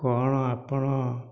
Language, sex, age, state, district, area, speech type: Odia, male, 60+, Odisha, Dhenkanal, rural, spontaneous